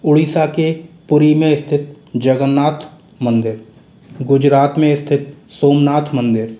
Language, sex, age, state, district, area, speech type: Hindi, male, 30-45, Rajasthan, Jaipur, rural, spontaneous